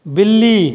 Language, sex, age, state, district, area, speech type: Hindi, male, 45-60, Bihar, Samastipur, urban, read